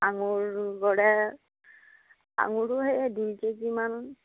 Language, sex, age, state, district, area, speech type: Assamese, female, 30-45, Assam, Darrang, rural, conversation